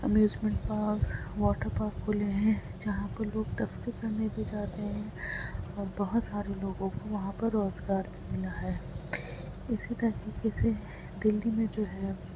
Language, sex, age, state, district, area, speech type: Urdu, female, 18-30, Delhi, Central Delhi, urban, spontaneous